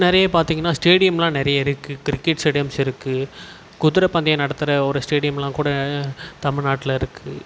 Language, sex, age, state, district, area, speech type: Tamil, male, 18-30, Tamil Nadu, Tiruvannamalai, urban, spontaneous